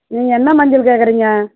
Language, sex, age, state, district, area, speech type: Tamil, female, 60+, Tamil Nadu, Tiruvannamalai, rural, conversation